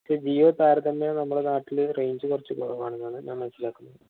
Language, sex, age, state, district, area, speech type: Malayalam, male, 18-30, Kerala, Malappuram, rural, conversation